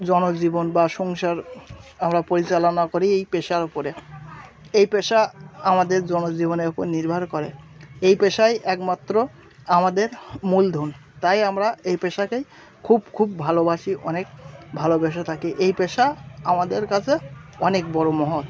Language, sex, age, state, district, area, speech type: Bengali, male, 30-45, West Bengal, Birbhum, urban, spontaneous